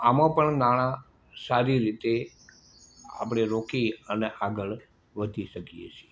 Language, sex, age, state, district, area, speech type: Gujarati, male, 60+, Gujarat, Morbi, rural, spontaneous